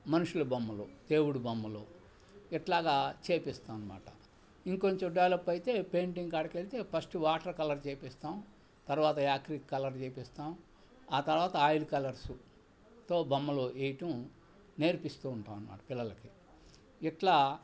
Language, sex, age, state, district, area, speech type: Telugu, male, 60+, Andhra Pradesh, Bapatla, urban, spontaneous